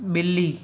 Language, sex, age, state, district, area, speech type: Sindhi, male, 18-30, Gujarat, Surat, urban, read